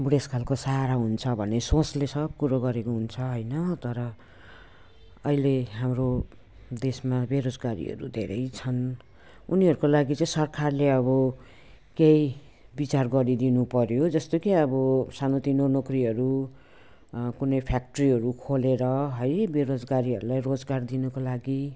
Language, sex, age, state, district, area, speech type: Nepali, female, 60+, West Bengal, Jalpaiguri, rural, spontaneous